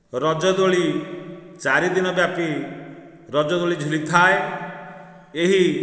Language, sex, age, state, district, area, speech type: Odia, male, 45-60, Odisha, Nayagarh, rural, spontaneous